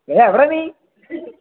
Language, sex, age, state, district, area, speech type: Malayalam, male, 18-30, Kerala, Kollam, rural, conversation